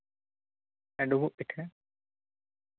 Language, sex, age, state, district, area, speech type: Santali, male, 18-30, West Bengal, Bankura, rural, conversation